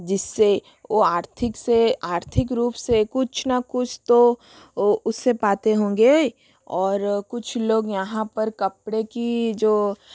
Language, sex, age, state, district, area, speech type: Hindi, female, 30-45, Rajasthan, Jodhpur, rural, spontaneous